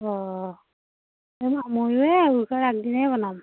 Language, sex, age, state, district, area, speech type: Assamese, female, 30-45, Assam, Darrang, rural, conversation